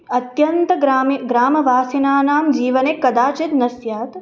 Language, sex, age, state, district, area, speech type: Sanskrit, female, 18-30, Maharashtra, Mumbai Suburban, urban, spontaneous